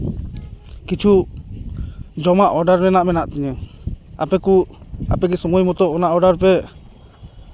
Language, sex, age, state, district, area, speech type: Santali, male, 30-45, West Bengal, Paschim Bardhaman, rural, spontaneous